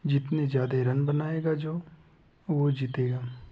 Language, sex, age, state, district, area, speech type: Hindi, male, 18-30, Madhya Pradesh, Betul, rural, spontaneous